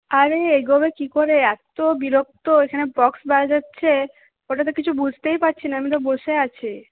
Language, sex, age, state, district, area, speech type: Bengali, female, 30-45, West Bengal, Purulia, urban, conversation